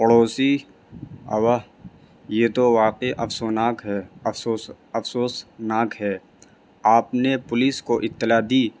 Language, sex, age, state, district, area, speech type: Urdu, male, 18-30, Delhi, North East Delhi, urban, spontaneous